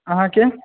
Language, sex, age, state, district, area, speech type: Maithili, male, 18-30, Bihar, Purnia, urban, conversation